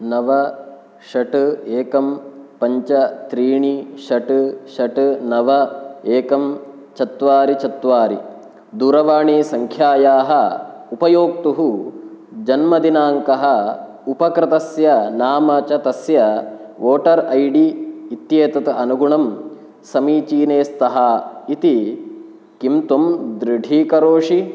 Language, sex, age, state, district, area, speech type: Sanskrit, male, 18-30, Kerala, Kasaragod, rural, read